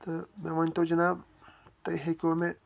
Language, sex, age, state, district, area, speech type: Kashmiri, male, 18-30, Jammu and Kashmir, Pulwama, rural, spontaneous